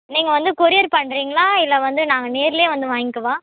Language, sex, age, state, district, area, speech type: Tamil, female, 18-30, Tamil Nadu, Vellore, urban, conversation